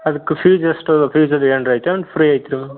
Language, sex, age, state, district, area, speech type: Kannada, male, 18-30, Karnataka, Dharwad, urban, conversation